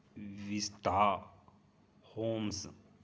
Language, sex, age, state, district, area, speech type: Dogri, male, 45-60, Jammu and Kashmir, Kathua, rural, read